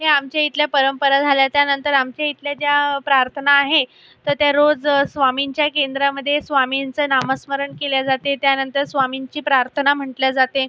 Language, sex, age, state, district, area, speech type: Marathi, female, 18-30, Maharashtra, Buldhana, rural, spontaneous